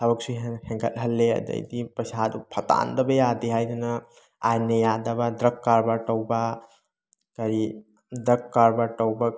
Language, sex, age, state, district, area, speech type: Manipuri, male, 30-45, Manipur, Thoubal, rural, spontaneous